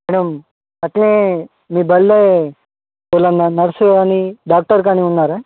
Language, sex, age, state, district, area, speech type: Telugu, male, 30-45, Telangana, Hyderabad, urban, conversation